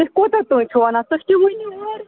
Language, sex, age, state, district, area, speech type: Kashmiri, female, 30-45, Jammu and Kashmir, Bandipora, rural, conversation